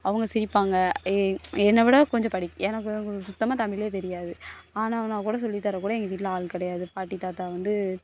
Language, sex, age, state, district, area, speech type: Tamil, female, 18-30, Tamil Nadu, Thoothukudi, urban, spontaneous